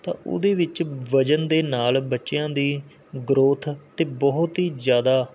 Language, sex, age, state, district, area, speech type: Punjabi, male, 18-30, Punjab, Mohali, urban, spontaneous